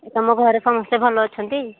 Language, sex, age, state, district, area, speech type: Odia, female, 60+, Odisha, Angul, rural, conversation